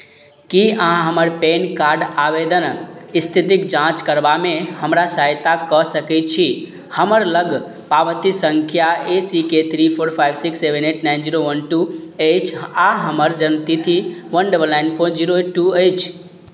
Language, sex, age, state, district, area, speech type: Maithili, male, 18-30, Bihar, Madhubani, rural, read